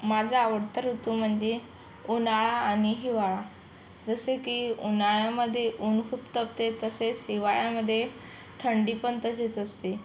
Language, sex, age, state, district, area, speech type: Marathi, female, 18-30, Maharashtra, Yavatmal, rural, spontaneous